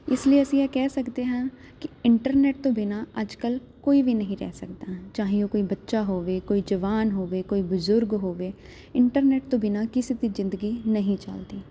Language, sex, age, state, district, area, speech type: Punjabi, female, 18-30, Punjab, Jalandhar, urban, spontaneous